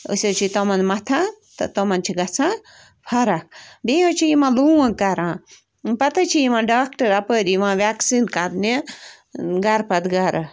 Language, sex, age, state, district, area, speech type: Kashmiri, female, 18-30, Jammu and Kashmir, Bandipora, rural, spontaneous